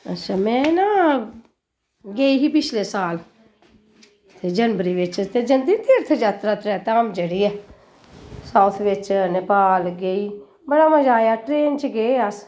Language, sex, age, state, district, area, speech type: Dogri, female, 60+, Jammu and Kashmir, Jammu, urban, spontaneous